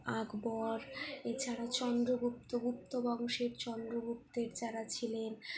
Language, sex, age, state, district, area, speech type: Bengali, female, 45-60, West Bengal, Purulia, urban, spontaneous